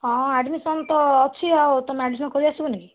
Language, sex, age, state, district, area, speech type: Odia, female, 45-60, Odisha, Kandhamal, rural, conversation